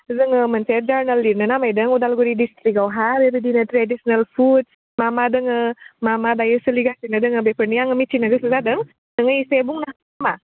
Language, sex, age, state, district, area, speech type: Bodo, female, 30-45, Assam, Udalguri, urban, conversation